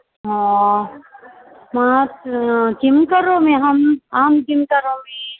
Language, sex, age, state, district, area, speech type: Sanskrit, female, 45-60, Karnataka, Dakshina Kannada, rural, conversation